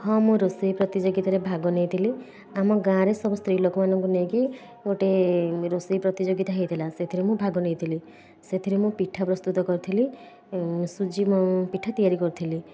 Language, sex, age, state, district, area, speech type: Odia, female, 30-45, Odisha, Puri, urban, spontaneous